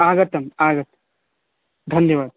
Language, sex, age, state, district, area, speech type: Sanskrit, male, 18-30, Odisha, Puri, rural, conversation